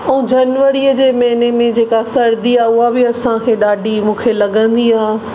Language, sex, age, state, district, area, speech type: Sindhi, female, 45-60, Maharashtra, Mumbai Suburban, urban, spontaneous